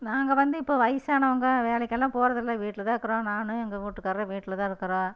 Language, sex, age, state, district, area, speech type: Tamil, female, 60+, Tamil Nadu, Erode, rural, spontaneous